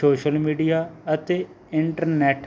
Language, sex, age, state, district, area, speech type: Punjabi, male, 30-45, Punjab, Barnala, rural, spontaneous